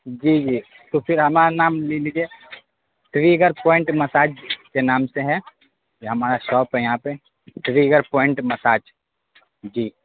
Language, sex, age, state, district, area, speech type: Urdu, male, 18-30, Bihar, Saharsa, rural, conversation